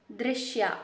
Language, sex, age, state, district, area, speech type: Kannada, female, 18-30, Karnataka, Shimoga, rural, read